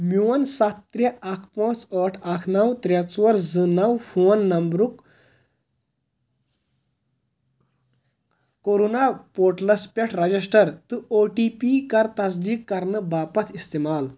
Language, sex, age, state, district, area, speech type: Kashmiri, male, 18-30, Jammu and Kashmir, Kulgam, rural, read